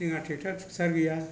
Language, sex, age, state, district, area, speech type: Bodo, male, 60+, Assam, Kokrajhar, rural, spontaneous